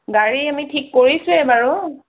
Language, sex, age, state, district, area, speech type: Assamese, female, 30-45, Assam, Sonitpur, rural, conversation